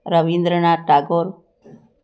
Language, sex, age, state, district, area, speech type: Marathi, female, 60+, Maharashtra, Thane, rural, spontaneous